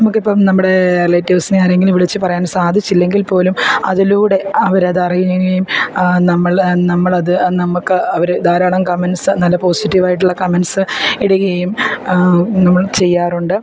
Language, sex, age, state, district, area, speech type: Malayalam, female, 30-45, Kerala, Alappuzha, rural, spontaneous